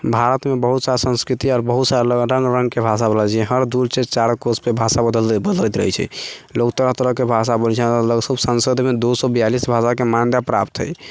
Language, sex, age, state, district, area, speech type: Maithili, male, 45-60, Bihar, Sitamarhi, urban, spontaneous